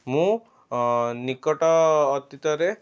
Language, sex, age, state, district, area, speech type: Odia, male, 30-45, Odisha, Cuttack, urban, spontaneous